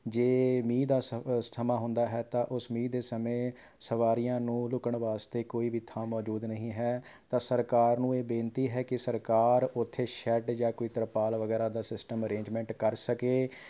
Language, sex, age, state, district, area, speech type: Punjabi, male, 30-45, Punjab, Rupnagar, urban, spontaneous